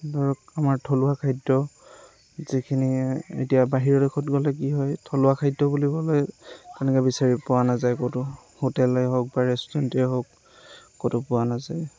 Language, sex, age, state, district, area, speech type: Assamese, male, 18-30, Assam, Lakhimpur, rural, spontaneous